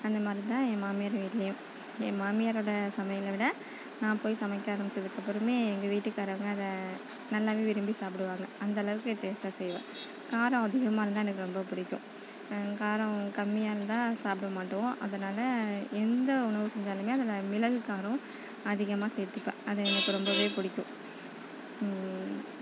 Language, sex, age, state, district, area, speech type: Tamil, female, 30-45, Tamil Nadu, Nagapattinam, rural, spontaneous